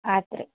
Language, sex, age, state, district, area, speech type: Kannada, female, 60+, Karnataka, Belgaum, rural, conversation